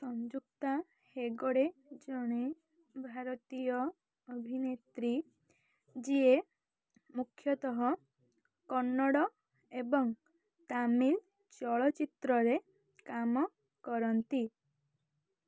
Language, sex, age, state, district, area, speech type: Odia, female, 18-30, Odisha, Balasore, rural, read